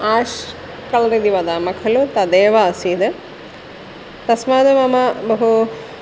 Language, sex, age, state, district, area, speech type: Sanskrit, female, 45-60, Kerala, Kollam, rural, spontaneous